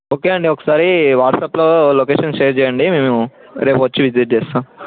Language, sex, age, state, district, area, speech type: Telugu, male, 18-30, Telangana, Ranga Reddy, urban, conversation